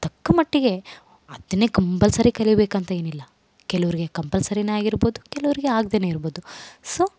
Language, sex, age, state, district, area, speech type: Kannada, female, 18-30, Karnataka, Vijayanagara, rural, spontaneous